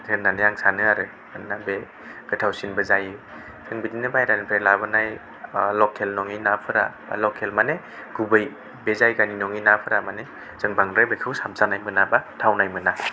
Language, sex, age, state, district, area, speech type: Bodo, male, 18-30, Assam, Kokrajhar, rural, spontaneous